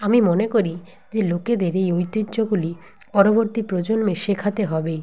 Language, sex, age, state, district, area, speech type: Bengali, female, 18-30, West Bengal, Nadia, rural, spontaneous